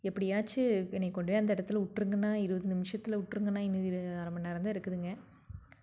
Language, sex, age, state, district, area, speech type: Tamil, female, 30-45, Tamil Nadu, Tiruppur, rural, spontaneous